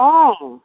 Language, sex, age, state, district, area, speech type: Assamese, female, 60+, Assam, Lakhimpur, urban, conversation